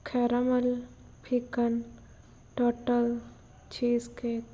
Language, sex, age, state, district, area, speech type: Punjabi, female, 18-30, Punjab, Fazilka, rural, spontaneous